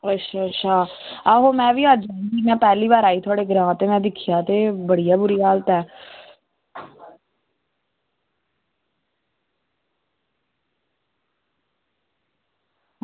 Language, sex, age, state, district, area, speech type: Dogri, female, 18-30, Jammu and Kashmir, Samba, rural, conversation